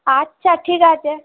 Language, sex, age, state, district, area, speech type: Bengali, female, 18-30, West Bengal, Malda, urban, conversation